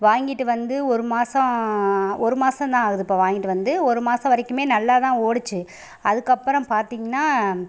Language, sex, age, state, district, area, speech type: Tamil, female, 30-45, Tamil Nadu, Pudukkottai, rural, spontaneous